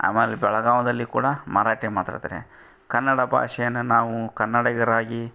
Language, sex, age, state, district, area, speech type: Kannada, male, 45-60, Karnataka, Gadag, rural, spontaneous